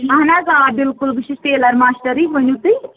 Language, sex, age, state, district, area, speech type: Kashmiri, female, 18-30, Jammu and Kashmir, Pulwama, urban, conversation